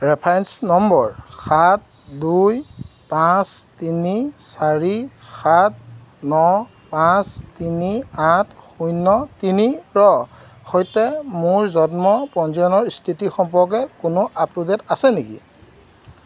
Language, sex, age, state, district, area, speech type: Assamese, male, 30-45, Assam, Golaghat, urban, read